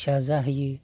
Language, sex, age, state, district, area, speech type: Bodo, male, 45-60, Assam, Baksa, rural, spontaneous